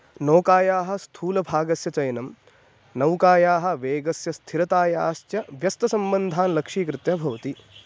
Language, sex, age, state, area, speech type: Sanskrit, male, 18-30, Haryana, rural, read